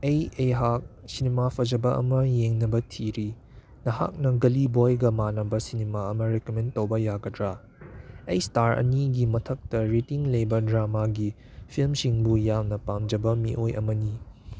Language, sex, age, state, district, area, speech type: Manipuri, male, 18-30, Manipur, Churachandpur, urban, read